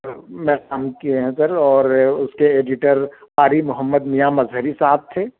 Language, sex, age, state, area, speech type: Urdu, male, 30-45, Jharkhand, urban, conversation